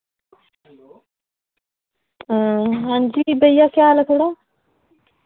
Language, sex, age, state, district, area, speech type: Dogri, female, 30-45, Jammu and Kashmir, Udhampur, rural, conversation